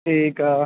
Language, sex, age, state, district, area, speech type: Punjabi, male, 18-30, Punjab, Bathinda, rural, conversation